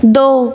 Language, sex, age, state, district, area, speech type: Punjabi, female, 18-30, Punjab, Patiala, rural, read